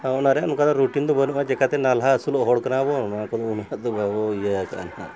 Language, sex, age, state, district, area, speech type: Santali, male, 60+, Jharkhand, Bokaro, rural, spontaneous